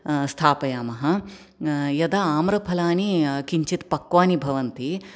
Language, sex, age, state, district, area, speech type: Sanskrit, female, 30-45, Kerala, Ernakulam, urban, spontaneous